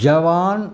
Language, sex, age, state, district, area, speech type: Maithili, male, 60+, Bihar, Samastipur, urban, spontaneous